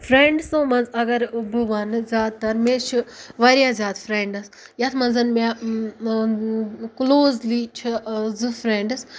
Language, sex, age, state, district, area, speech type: Kashmiri, female, 18-30, Jammu and Kashmir, Ganderbal, rural, spontaneous